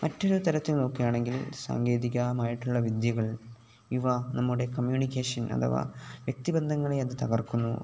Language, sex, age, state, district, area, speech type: Malayalam, male, 18-30, Kerala, Kozhikode, rural, spontaneous